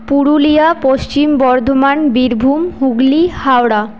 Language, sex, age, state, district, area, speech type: Bengali, female, 30-45, West Bengal, Paschim Bardhaman, urban, spontaneous